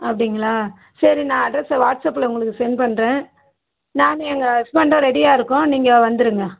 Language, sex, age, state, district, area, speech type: Tamil, female, 30-45, Tamil Nadu, Madurai, urban, conversation